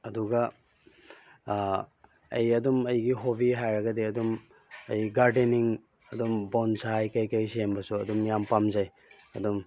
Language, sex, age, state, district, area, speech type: Manipuri, male, 30-45, Manipur, Kakching, rural, spontaneous